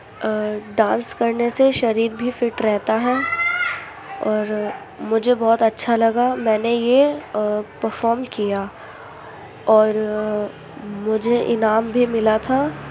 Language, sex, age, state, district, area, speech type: Urdu, female, 45-60, Delhi, Central Delhi, urban, spontaneous